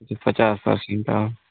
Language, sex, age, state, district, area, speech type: Hindi, male, 18-30, Uttar Pradesh, Pratapgarh, rural, conversation